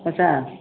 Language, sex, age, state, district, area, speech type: Maithili, female, 60+, Bihar, Begusarai, rural, conversation